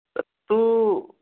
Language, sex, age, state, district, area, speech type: Sanskrit, male, 18-30, Maharashtra, Aurangabad, urban, conversation